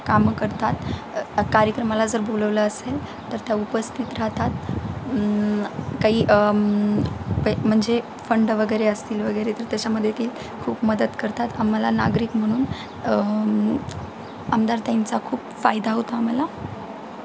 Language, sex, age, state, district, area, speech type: Marathi, female, 18-30, Maharashtra, Beed, urban, spontaneous